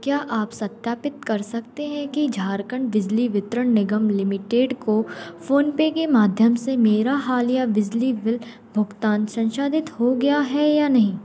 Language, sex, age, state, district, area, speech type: Hindi, female, 18-30, Madhya Pradesh, Narsinghpur, rural, read